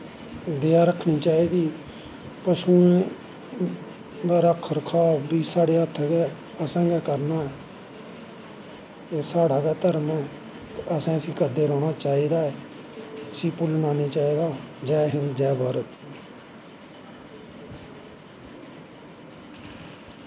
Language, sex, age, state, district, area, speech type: Dogri, male, 45-60, Jammu and Kashmir, Samba, rural, spontaneous